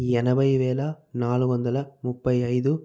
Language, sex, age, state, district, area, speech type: Telugu, male, 45-60, Andhra Pradesh, Chittoor, urban, spontaneous